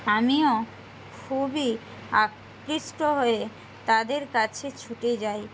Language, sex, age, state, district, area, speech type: Bengali, female, 45-60, West Bengal, Jhargram, rural, spontaneous